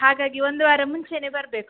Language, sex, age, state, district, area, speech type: Kannada, female, 18-30, Karnataka, Udupi, rural, conversation